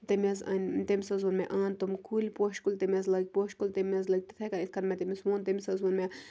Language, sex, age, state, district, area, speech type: Kashmiri, female, 18-30, Jammu and Kashmir, Kupwara, rural, spontaneous